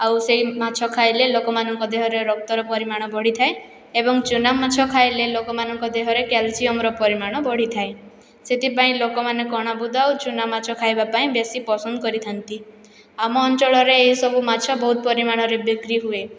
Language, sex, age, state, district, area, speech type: Odia, female, 18-30, Odisha, Boudh, rural, spontaneous